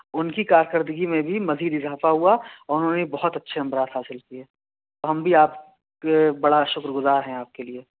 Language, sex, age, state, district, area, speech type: Urdu, male, 18-30, Delhi, South Delhi, urban, conversation